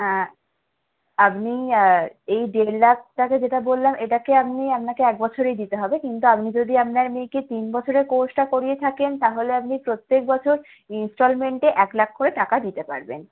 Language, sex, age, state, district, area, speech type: Bengali, female, 18-30, West Bengal, Howrah, urban, conversation